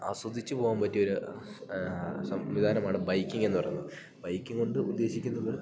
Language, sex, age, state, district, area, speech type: Malayalam, male, 18-30, Kerala, Idukki, rural, spontaneous